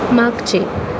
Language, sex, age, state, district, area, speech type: Marathi, female, 18-30, Maharashtra, Mumbai City, urban, read